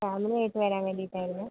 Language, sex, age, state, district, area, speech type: Malayalam, female, 45-60, Kerala, Wayanad, rural, conversation